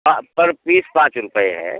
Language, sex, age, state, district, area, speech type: Hindi, male, 60+, Uttar Pradesh, Bhadohi, rural, conversation